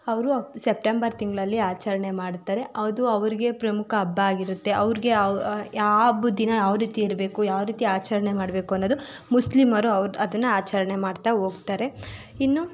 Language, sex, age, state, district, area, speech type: Kannada, female, 30-45, Karnataka, Tumkur, rural, spontaneous